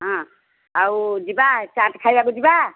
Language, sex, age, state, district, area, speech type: Odia, female, 60+, Odisha, Nayagarh, rural, conversation